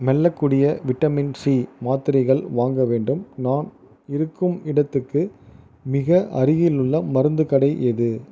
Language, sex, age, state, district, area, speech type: Tamil, male, 30-45, Tamil Nadu, Ariyalur, rural, read